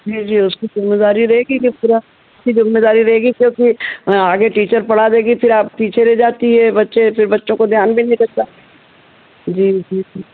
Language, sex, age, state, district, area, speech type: Hindi, female, 60+, Madhya Pradesh, Ujjain, urban, conversation